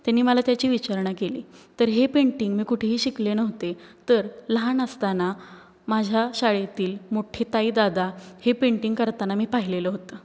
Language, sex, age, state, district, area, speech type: Marathi, female, 18-30, Maharashtra, Satara, urban, spontaneous